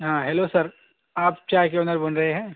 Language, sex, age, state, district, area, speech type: Urdu, male, 18-30, Uttar Pradesh, Siddharthnagar, rural, conversation